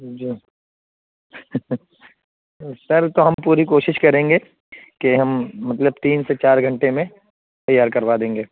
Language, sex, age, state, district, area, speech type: Urdu, male, 60+, Uttar Pradesh, Lucknow, urban, conversation